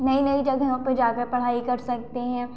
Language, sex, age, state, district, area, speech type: Hindi, female, 18-30, Madhya Pradesh, Hoshangabad, rural, spontaneous